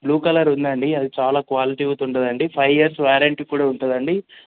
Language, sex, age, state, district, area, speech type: Telugu, male, 18-30, Telangana, Medak, rural, conversation